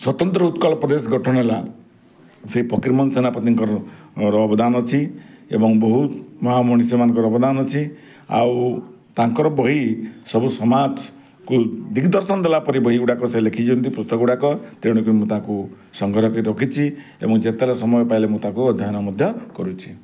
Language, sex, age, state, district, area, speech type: Odia, male, 45-60, Odisha, Bargarh, urban, spontaneous